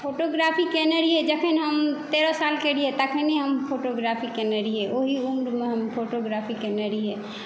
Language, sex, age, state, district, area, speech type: Maithili, female, 18-30, Bihar, Saharsa, rural, spontaneous